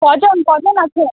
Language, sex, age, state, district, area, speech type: Bengali, female, 18-30, West Bengal, Uttar Dinajpur, rural, conversation